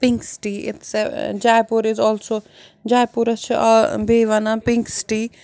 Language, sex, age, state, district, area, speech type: Kashmiri, female, 30-45, Jammu and Kashmir, Srinagar, urban, spontaneous